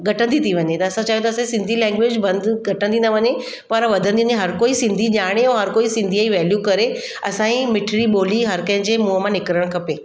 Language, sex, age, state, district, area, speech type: Sindhi, female, 30-45, Maharashtra, Mumbai Suburban, urban, spontaneous